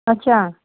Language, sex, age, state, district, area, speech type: Kashmiri, female, 30-45, Jammu and Kashmir, Baramulla, rural, conversation